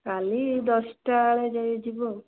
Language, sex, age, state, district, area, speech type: Odia, female, 18-30, Odisha, Jajpur, rural, conversation